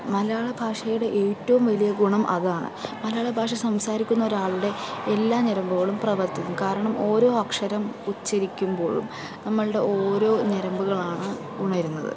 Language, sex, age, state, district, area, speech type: Malayalam, female, 30-45, Kerala, Palakkad, urban, spontaneous